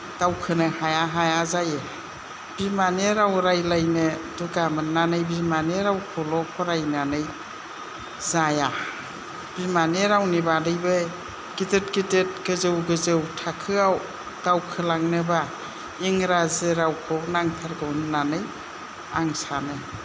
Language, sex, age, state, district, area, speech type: Bodo, female, 60+, Assam, Kokrajhar, rural, spontaneous